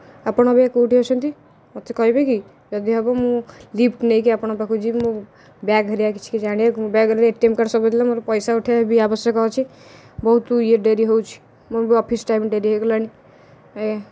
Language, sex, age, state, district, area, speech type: Odia, female, 18-30, Odisha, Jagatsinghpur, rural, spontaneous